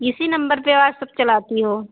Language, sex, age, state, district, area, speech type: Hindi, female, 45-60, Uttar Pradesh, Ayodhya, rural, conversation